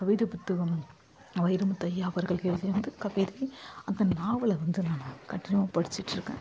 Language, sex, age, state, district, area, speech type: Tamil, female, 30-45, Tamil Nadu, Kallakurichi, urban, spontaneous